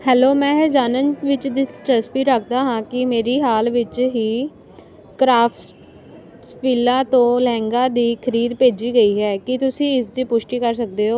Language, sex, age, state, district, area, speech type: Punjabi, female, 18-30, Punjab, Ludhiana, rural, read